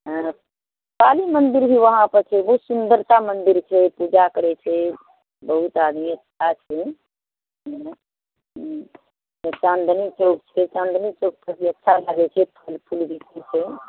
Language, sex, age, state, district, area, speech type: Maithili, female, 60+, Bihar, Araria, rural, conversation